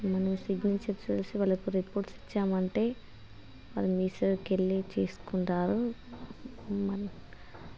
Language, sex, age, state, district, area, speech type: Telugu, female, 30-45, Telangana, Hanamkonda, rural, spontaneous